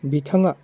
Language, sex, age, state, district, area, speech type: Bodo, male, 45-60, Assam, Baksa, rural, spontaneous